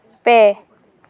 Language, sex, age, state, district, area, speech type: Santali, female, 18-30, West Bengal, Paschim Bardhaman, rural, read